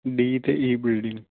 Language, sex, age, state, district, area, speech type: Punjabi, male, 18-30, Punjab, Fazilka, rural, conversation